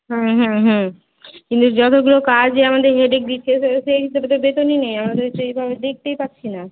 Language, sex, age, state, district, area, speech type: Bengali, female, 18-30, West Bengal, Murshidabad, rural, conversation